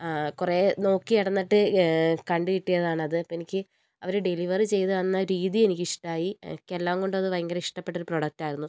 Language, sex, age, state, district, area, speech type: Malayalam, female, 60+, Kerala, Wayanad, rural, spontaneous